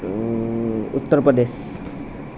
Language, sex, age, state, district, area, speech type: Assamese, male, 30-45, Assam, Nalbari, rural, spontaneous